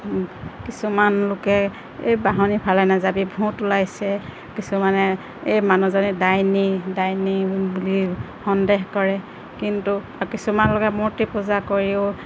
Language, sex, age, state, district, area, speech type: Assamese, female, 45-60, Assam, Golaghat, urban, spontaneous